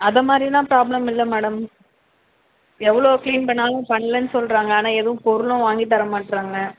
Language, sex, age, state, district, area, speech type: Tamil, female, 30-45, Tamil Nadu, Tiruvallur, urban, conversation